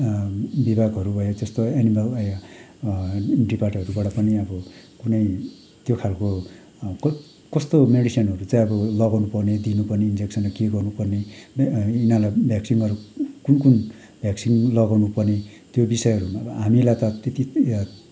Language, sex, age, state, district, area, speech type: Nepali, male, 45-60, West Bengal, Kalimpong, rural, spontaneous